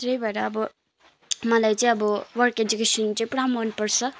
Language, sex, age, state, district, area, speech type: Nepali, female, 18-30, West Bengal, Kalimpong, rural, spontaneous